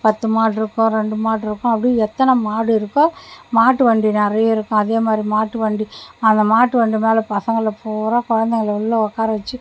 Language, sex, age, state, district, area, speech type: Tamil, female, 60+, Tamil Nadu, Mayiladuthurai, rural, spontaneous